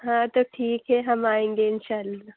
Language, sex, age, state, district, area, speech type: Urdu, female, 30-45, Uttar Pradesh, Lucknow, rural, conversation